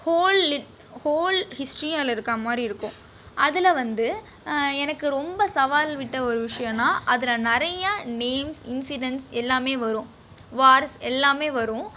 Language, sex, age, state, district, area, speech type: Tamil, female, 18-30, Tamil Nadu, Nagapattinam, rural, spontaneous